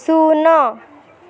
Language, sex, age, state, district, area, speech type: Odia, female, 18-30, Odisha, Puri, urban, read